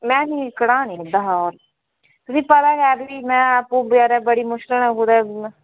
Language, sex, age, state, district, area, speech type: Dogri, female, 18-30, Jammu and Kashmir, Udhampur, rural, conversation